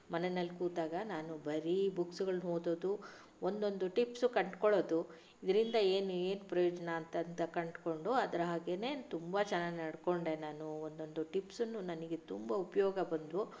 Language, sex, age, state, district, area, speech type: Kannada, female, 45-60, Karnataka, Chitradurga, rural, spontaneous